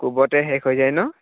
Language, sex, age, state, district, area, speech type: Assamese, male, 18-30, Assam, Dibrugarh, urban, conversation